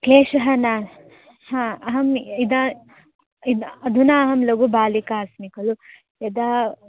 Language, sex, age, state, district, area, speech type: Sanskrit, female, 18-30, Karnataka, Dharwad, urban, conversation